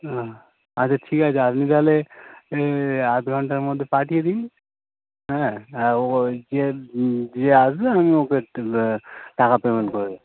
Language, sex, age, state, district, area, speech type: Bengali, male, 30-45, West Bengal, North 24 Parganas, urban, conversation